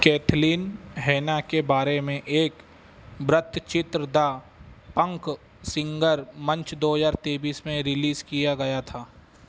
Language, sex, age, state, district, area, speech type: Hindi, male, 30-45, Madhya Pradesh, Harda, urban, read